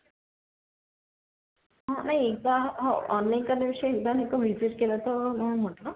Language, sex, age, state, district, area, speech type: Marathi, female, 60+, Maharashtra, Akola, urban, conversation